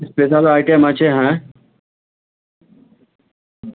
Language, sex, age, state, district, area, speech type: Bengali, male, 18-30, West Bengal, Malda, rural, conversation